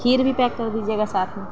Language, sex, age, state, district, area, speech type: Urdu, female, 18-30, Delhi, South Delhi, urban, spontaneous